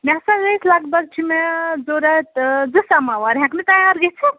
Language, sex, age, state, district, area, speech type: Kashmiri, female, 30-45, Jammu and Kashmir, Ganderbal, rural, conversation